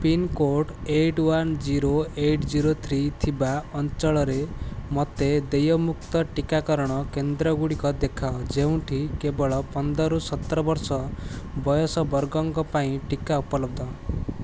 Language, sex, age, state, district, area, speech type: Odia, male, 18-30, Odisha, Ganjam, urban, read